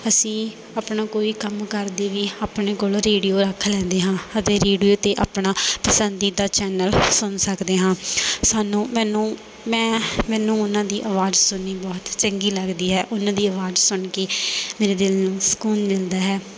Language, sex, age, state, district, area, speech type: Punjabi, female, 18-30, Punjab, Bathinda, rural, spontaneous